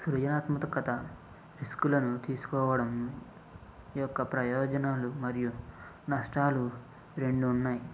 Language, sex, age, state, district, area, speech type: Telugu, male, 45-60, Andhra Pradesh, East Godavari, urban, spontaneous